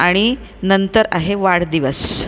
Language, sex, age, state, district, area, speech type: Marathi, female, 45-60, Maharashtra, Buldhana, urban, spontaneous